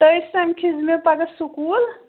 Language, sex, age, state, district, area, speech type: Kashmiri, female, 30-45, Jammu and Kashmir, Pulwama, urban, conversation